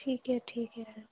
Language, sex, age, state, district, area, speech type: Punjabi, female, 18-30, Punjab, Muktsar, urban, conversation